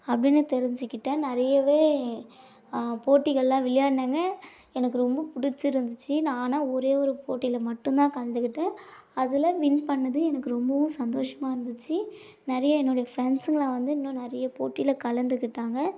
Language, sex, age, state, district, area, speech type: Tamil, female, 18-30, Tamil Nadu, Tiruvannamalai, urban, spontaneous